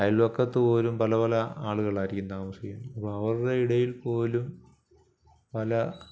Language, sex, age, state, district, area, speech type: Malayalam, male, 45-60, Kerala, Alappuzha, rural, spontaneous